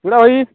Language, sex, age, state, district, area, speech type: Odia, male, 45-60, Odisha, Kalahandi, rural, conversation